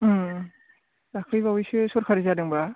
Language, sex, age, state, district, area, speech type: Bodo, male, 18-30, Assam, Baksa, rural, conversation